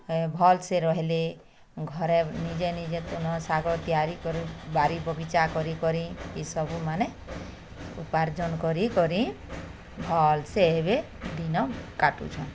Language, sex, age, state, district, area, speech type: Odia, female, 60+, Odisha, Bargarh, rural, spontaneous